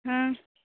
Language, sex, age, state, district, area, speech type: Maithili, female, 18-30, Bihar, Madhubani, rural, conversation